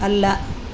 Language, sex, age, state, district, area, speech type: Kannada, female, 45-60, Karnataka, Bangalore Urban, rural, read